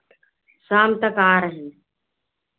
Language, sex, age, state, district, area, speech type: Hindi, female, 60+, Uttar Pradesh, Hardoi, rural, conversation